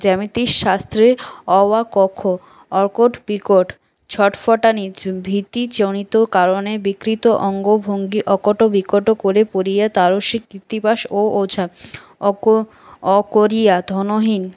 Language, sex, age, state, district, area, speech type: Bengali, female, 18-30, West Bengal, Paschim Bardhaman, urban, spontaneous